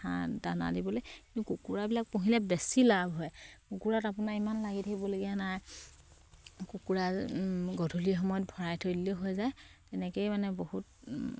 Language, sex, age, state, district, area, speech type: Assamese, female, 30-45, Assam, Sivasagar, rural, spontaneous